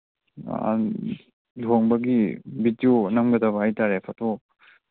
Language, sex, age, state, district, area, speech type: Manipuri, male, 30-45, Manipur, Churachandpur, rural, conversation